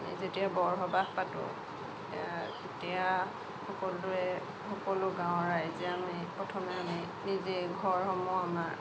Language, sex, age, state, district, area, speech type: Assamese, female, 60+, Assam, Lakhimpur, rural, spontaneous